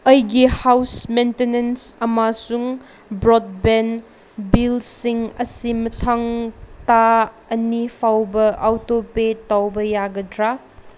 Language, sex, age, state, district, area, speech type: Manipuri, female, 18-30, Manipur, Senapati, rural, read